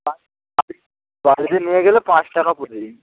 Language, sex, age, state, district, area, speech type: Bengali, male, 18-30, West Bengal, Hooghly, urban, conversation